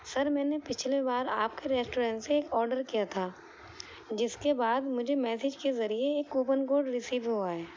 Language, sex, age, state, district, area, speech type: Urdu, female, 18-30, Delhi, East Delhi, urban, spontaneous